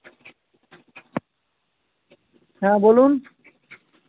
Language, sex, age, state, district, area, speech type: Bengali, male, 18-30, West Bengal, Birbhum, urban, conversation